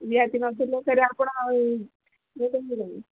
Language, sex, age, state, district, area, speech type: Odia, female, 60+, Odisha, Gajapati, rural, conversation